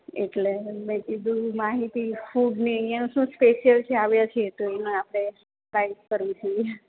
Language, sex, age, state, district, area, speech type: Gujarati, female, 30-45, Gujarat, Surat, urban, conversation